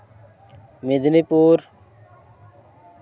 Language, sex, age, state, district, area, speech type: Santali, male, 18-30, West Bengal, Bankura, rural, spontaneous